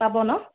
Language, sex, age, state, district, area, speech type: Assamese, female, 30-45, Assam, Morigaon, rural, conversation